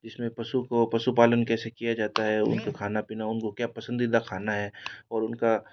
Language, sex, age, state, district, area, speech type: Hindi, male, 60+, Rajasthan, Jodhpur, urban, spontaneous